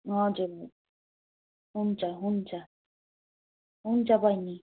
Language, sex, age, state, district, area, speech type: Nepali, female, 30-45, West Bengal, Darjeeling, rural, conversation